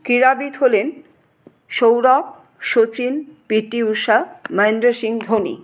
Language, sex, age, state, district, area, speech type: Bengali, female, 45-60, West Bengal, Paschim Bardhaman, urban, spontaneous